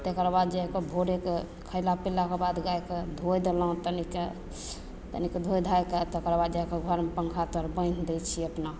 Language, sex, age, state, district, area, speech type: Maithili, female, 45-60, Bihar, Begusarai, rural, spontaneous